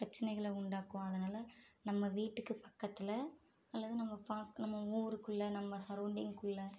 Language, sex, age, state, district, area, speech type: Tamil, female, 30-45, Tamil Nadu, Mayiladuthurai, urban, spontaneous